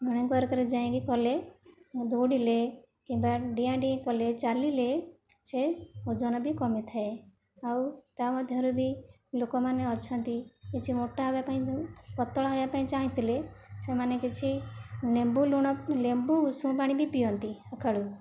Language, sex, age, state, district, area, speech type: Odia, female, 45-60, Odisha, Jajpur, rural, spontaneous